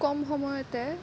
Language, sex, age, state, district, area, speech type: Assamese, female, 18-30, Assam, Kamrup Metropolitan, urban, spontaneous